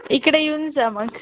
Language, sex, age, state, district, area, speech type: Marathi, female, 18-30, Maharashtra, Wardha, rural, conversation